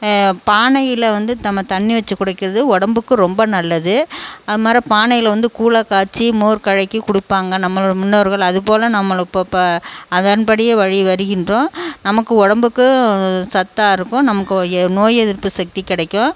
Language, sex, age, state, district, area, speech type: Tamil, female, 45-60, Tamil Nadu, Tiruchirappalli, rural, spontaneous